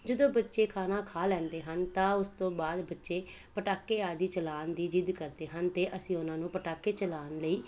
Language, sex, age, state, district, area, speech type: Punjabi, female, 45-60, Punjab, Pathankot, rural, spontaneous